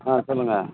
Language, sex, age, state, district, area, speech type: Tamil, male, 45-60, Tamil Nadu, Tiruvannamalai, rural, conversation